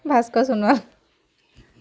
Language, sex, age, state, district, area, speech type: Assamese, female, 30-45, Assam, Dhemaji, rural, spontaneous